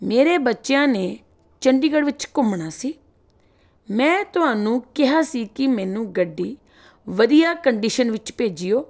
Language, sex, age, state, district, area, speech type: Punjabi, female, 45-60, Punjab, Fatehgarh Sahib, rural, spontaneous